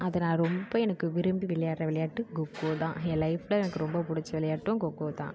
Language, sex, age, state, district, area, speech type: Tamil, female, 18-30, Tamil Nadu, Mayiladuthurai, urban, spontaneous